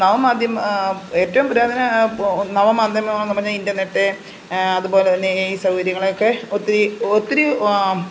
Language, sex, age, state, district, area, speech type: Malayalam, female, 45-60, Kerala, Pathanamthitta, rural, spontaneous